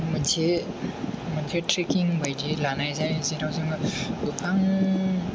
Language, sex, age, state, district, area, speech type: Bodo, male, 18-30, Assam, Kokrajhar, rural, spontaneous